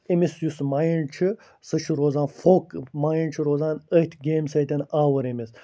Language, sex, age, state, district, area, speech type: Kashmiri, male, 45-60, Jammu and Kashmir, Ganderbal, rural, spontaneous